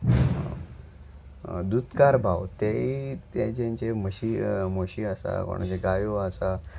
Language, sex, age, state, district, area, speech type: Goan Konkani, male, 30-45, Goa, Salcete, rural, spontaneous